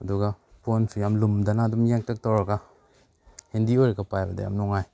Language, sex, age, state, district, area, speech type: Manipuri, male, 18-30, Manipur, Kakching, rural, spontaneous